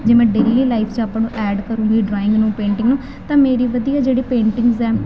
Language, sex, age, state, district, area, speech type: Punjabi, female, 18-30, Punjab, Faridkot, urban, spontaneous